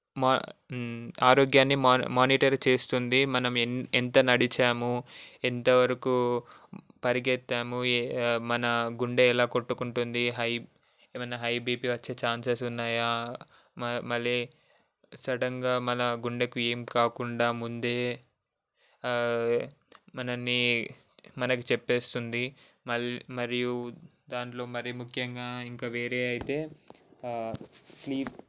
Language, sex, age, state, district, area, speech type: Telugu, male, 18-30, Telangana, Ranga Reddy, urban, spontaneous